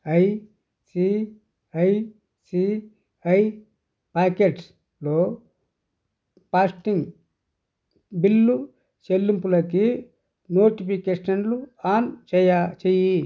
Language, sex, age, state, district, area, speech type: Telugu, male, 60+, Andhra Pradesh, Sri Balaji, rural, read